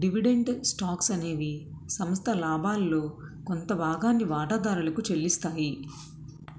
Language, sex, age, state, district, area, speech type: Telugu, female, 30-45, Andhra Pradesh, Krishna, urban, read